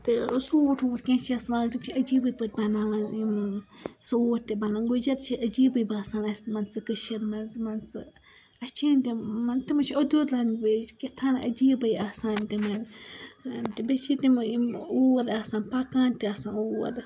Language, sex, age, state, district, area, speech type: Kashmiri, female, 18-30, Jammu and Kashmir, Srinagar, rural, spontaneous